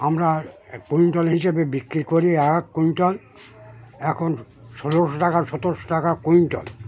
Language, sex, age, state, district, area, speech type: Bengali, male, 60+, West Bengal, Birbhum, urban, spontaneous